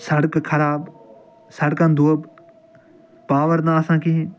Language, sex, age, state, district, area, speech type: Kashmiri, male, 60+, Jammu and Kashmir, Ganderbal, urban, spontaneous